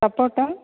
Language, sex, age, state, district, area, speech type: Tamil, female, 45-60, Tamil Nadu, Thanjavur, rural, conversation